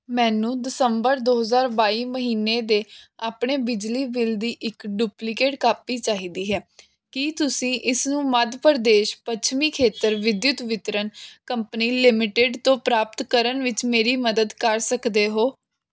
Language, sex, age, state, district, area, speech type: Punjabi, female, 18-30, Punjab, Jalandhar, urban, read